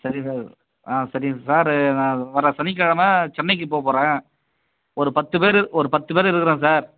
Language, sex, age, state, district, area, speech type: Tamil, male, 30-45, Tamil Nadu, Chengalpattu, rural, conversation